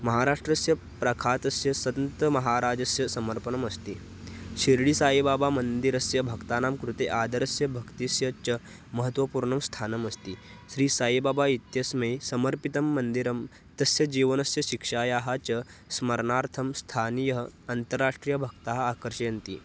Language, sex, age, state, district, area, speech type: Sanskrit, male, 18-30, Maharashtra, Kolhapur, rural, spontaneous